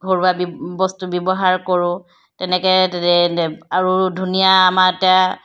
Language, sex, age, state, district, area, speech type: Assamese, female, 60+, Assam, Charaideo, urban, spontaneous